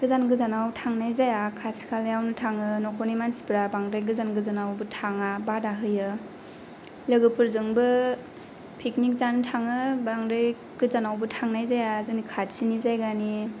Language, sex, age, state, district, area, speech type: Bodo, female, 18-30, Assam, Kokrajhar, rural, spontaneous